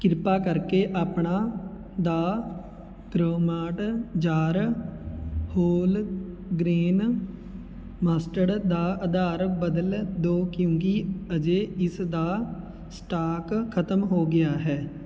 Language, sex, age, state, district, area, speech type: Punjabi, male, 18-30, Punjab, Fatehgarh Sahib, rural, read